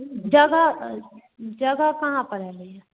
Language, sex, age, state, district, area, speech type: Hindi, female, 60+, Bihar, Madhepura, rural, conversation